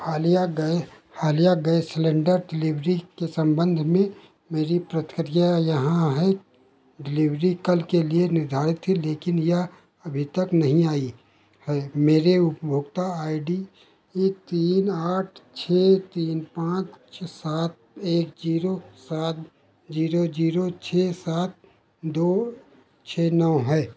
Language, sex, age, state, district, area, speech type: Hindi, male, 60+, Uttar Pradesh, Ayodhya, rural, read